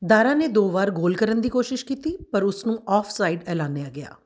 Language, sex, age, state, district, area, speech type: Punjabi, female, 30-45, Punjab, Tarn Taran, urban, read